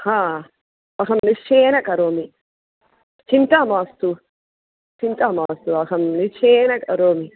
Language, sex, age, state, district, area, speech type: Sanskrit, female, 45-60, Tamil Nadu, Tiruchirappalli, urban, conversation